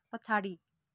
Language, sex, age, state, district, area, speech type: Nepali, female, 18-30, West Bengal, Kalimpong, rural, read